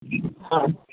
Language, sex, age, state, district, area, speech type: Bengali, male, 45-60, West Bengal, Jhargram, rural, conversation